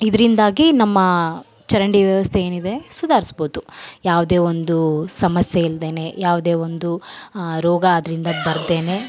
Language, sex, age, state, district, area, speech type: Kannada, female, 18-30, Karnataka, Vijayanagara, rural, spontaneous